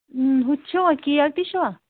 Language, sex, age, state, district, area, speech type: Kashmiri, female, 30-45, Jammu and Kashmir, Anantnag, rural, conversation